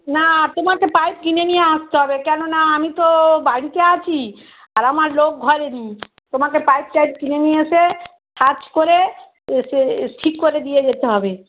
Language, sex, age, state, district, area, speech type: Bengali, female, 45-60, West Bengal, Darjeeling, rural, conversation